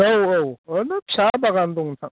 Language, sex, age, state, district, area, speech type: Bodo, male, 45-60, Assam, Baksa, rural, conversation